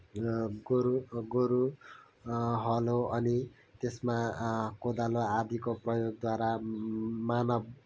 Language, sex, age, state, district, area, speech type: Nepali, male, 18-30, West Bengal, Kalimpong, rural, spontaneous